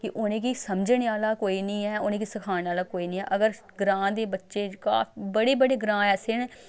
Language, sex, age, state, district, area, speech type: Dogri, female, 30-45, Jammu and Kashmir, Samba, rural, spontaneous